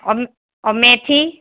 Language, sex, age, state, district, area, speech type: Hindi, female, 60+, Madhya Pradesh, Jabalpur, urban, conversation